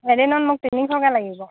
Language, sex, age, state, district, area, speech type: Assamese, female, 30-45, Assam, Dibrugarh, rural, conversation